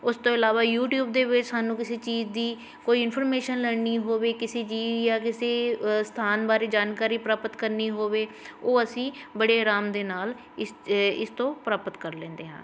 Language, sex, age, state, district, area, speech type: Punjabi, female, 30-45, Punjab, Shaheed Bhagat Singh Nagar, urban, spontaneous